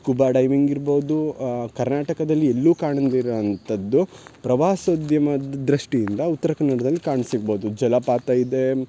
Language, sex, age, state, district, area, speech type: Kannada, male, 18-30, Karnataka, Uttara Kannada, rural, spontaneous